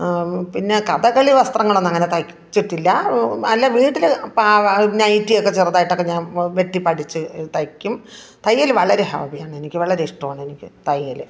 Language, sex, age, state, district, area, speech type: Malayalam, female, 45-60, Kerala, Thiruvananthapuram, rural, spontaneous